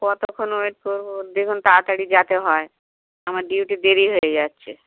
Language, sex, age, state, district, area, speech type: Bengali, female, 60+, West Bengal, Dakshin Dinajpur, rural, conversation